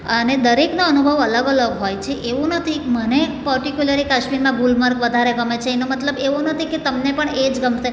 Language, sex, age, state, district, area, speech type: Gujarati, female, 45-60, Gujarat, Surat, urban, spontaneous